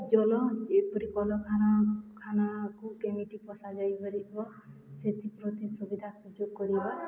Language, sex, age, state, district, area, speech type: Odia, female, 18-30, Odisha, Balangir, urban, spontaneous